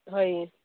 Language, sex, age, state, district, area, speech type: Odia, female, 18-30, Odisha, Nabarangpur, urban, conversation